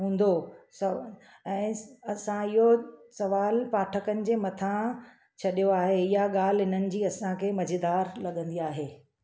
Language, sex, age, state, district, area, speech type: Sindhi, female, 45-60, Gujarat, Surat, urban, spontaneous